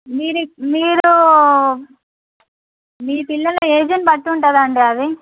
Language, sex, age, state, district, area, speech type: Telugu, female, 18-30, Andhra Pradesh, Visakhapatnam, urban, conversation